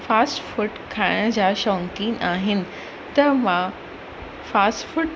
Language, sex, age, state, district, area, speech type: Sindhi, female, 30-45, Gujarat, Surat, urban, spontaneous